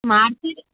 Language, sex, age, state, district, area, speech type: Kannada, female, 18-30, Karnataka, Gulbarga, urban, conversation